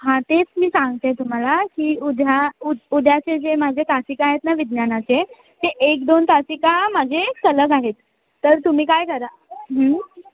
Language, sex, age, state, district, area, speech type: Marathi, female, 18-30, Maharashtra, Mumbai Suburban, urban, conversation